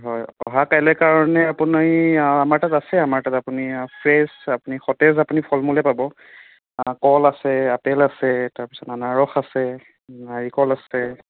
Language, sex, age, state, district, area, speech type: Assamese, male, 18-30, Assam, Sonitpur, rural, conversation